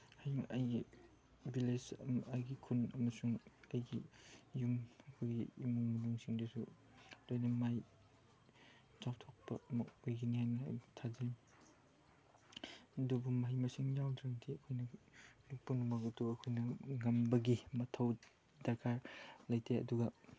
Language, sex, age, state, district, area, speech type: Manipuri, male, 18-30, Manipur, Chandel, rural, spontaneous